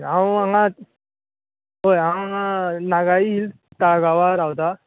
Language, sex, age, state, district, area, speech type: Goan Konkani, male, 18-30, Goa, Tiswadi, rural, conversation